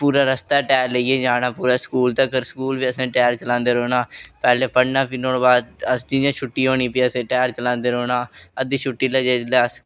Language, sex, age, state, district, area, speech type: Dogri, male, 18-30, Jammu and Kashmir, Reasi, rural, spontaneous